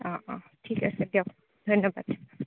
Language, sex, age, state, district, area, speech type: Assamese, female, 30-45, Assam, Morigaon, rural, conversation